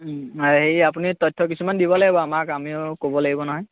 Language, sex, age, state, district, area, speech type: Assamese, male, 18-30, Assam, Majuli, urban, conversation